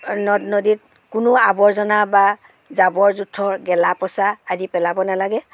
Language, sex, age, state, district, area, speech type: Assamese, female, 60+, Assam, Dhemaji, rural, spontaneous